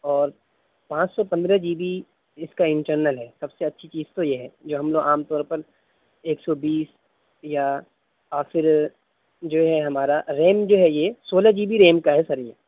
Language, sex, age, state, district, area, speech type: Urdu, male, 18-30, Delhi, North West Delhi, urban, conversation